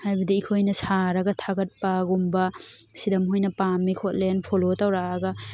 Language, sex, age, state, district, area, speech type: Manipuri, female, 18-30, Manipur, Thoubal, rural, spontaneous